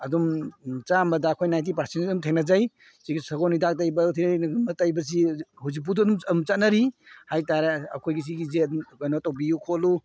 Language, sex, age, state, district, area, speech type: Manipuri, male, 45-60, Manipur, Imphal East, rural, spontaneous